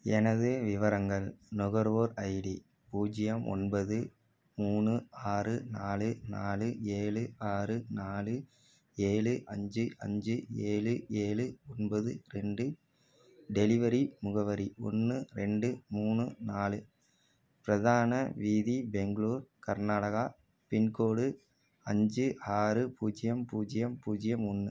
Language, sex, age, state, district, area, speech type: Tamil, male, 18-30, Tamil Nadu, Tiruchirappalli, rural, read